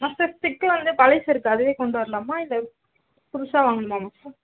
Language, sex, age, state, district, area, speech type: Tamil, female, 18-30, Tamil Nadu, Tiruvallur, urban, conversation